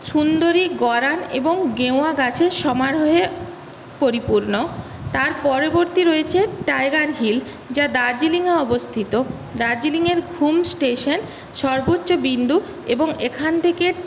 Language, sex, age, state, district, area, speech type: Bengali, female, 30-45, West Bengal, Paschim Medinipur, urban, spontaneous